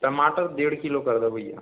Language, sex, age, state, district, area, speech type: Hindi, male, 18-30, Madhya Pradesh, Balaghat, rural, conversation